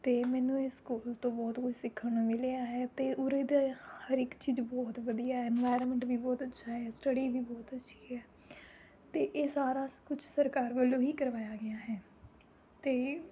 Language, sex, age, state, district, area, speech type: Punjabi, female, 18-30, Punjab, Rupnagar, rural, spontaneous